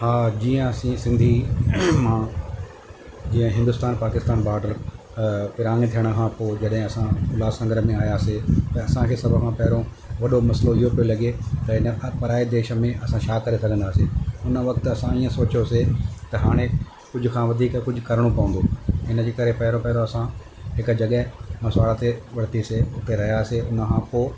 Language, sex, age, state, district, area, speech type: Sindhi, male, 60+, Maharashtra, Thane, urban, spontaneous